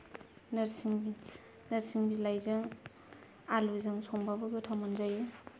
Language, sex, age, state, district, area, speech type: Bodo, female, 18-30, Assam, Kokrajhar, rural, spontaneous